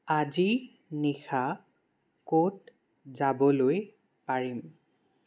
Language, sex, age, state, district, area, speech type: Assamese, male, 18-30, Assam, Charaideo, urban, read